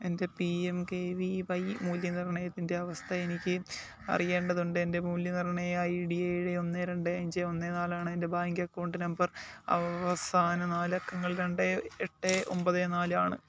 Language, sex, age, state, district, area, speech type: Malayalam, male, 18-30, Kerala, Alappuzha, rural, read